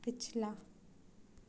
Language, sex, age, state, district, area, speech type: Hindi, female, 18-30, Madhya Pradesh, Chhindwara, urban, read